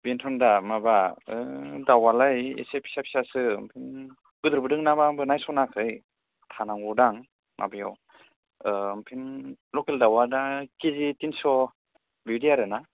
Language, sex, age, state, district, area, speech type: Bodo, male, 18-30, Assam, Udalguri, rural, conversation